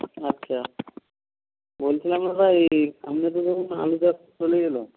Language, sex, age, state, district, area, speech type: Bengali, male, 60+, West Bengal, Purba Medinipur, rural, conversation